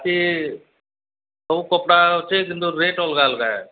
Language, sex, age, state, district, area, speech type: Odia, male, 45-60, Odisha, Nuapada, urban, conversation